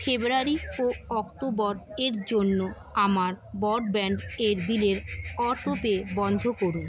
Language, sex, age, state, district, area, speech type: Bengali, female, 30-45, West Bengal, Paschim Medinipur, rural, read